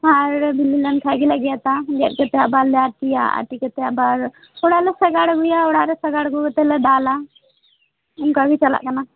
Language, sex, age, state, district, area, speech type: Santali, female, 18-30, West Bengal, Birbhum, rural, conversation